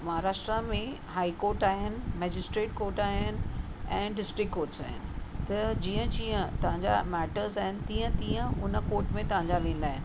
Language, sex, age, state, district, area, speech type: Sindhi, female, 45-60, Maharashtra, Mumbai Suburban, urban, spontaneous